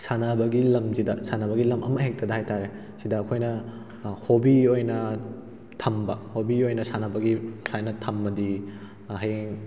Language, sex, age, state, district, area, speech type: Manipuri, male, 18-30, Manipur, Kakching, rural, spontaneous